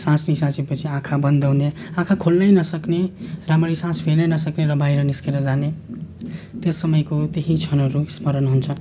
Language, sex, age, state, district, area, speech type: Nepali, male, 18-30, West Bengal, Darjeeling, rural, spontaneous